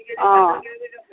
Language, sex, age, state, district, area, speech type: Assamese, female, 45-60, Assam, Sivasagar, urban, conversation